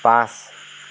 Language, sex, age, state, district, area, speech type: Assamese, male, 30-45, Assam, Lakhimpur, rural, read